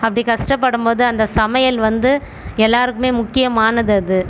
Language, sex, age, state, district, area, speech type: Tamil, female, 30-45, Tamil Nadu, Tiruvannamalai, urban, spontaneous